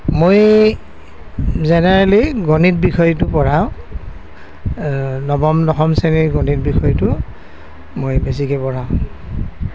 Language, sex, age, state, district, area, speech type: Assamese, male, 60+, Assam, Nalbari, rural, spontaneous